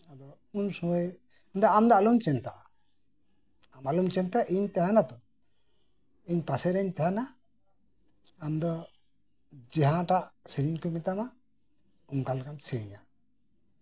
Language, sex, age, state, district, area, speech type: Santali, male, 60+, West Bengal, Birbhum, rural, spontaneous